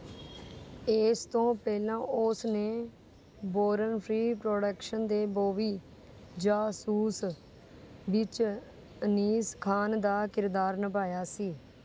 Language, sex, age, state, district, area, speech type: Punjabi, female, 30-45, Punjab, Rupnagar, rural, read